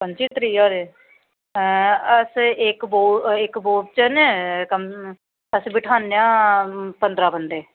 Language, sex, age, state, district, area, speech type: Dogri, female, 30-45, Jammu and Kashmir, Samba, rural, conversation